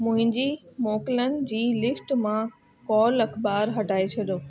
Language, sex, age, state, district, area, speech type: Sindhi, female, 30-45, Delhi, South Delhi, urban, read